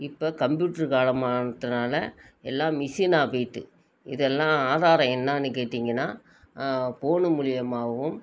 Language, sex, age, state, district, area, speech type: Tamil, female, 45-60, Tamil Nadu, Nagapattinam, rural, spontaneous